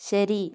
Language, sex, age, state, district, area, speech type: Malayalam, female, 30-45, Kerala, Kozhikode, urban, read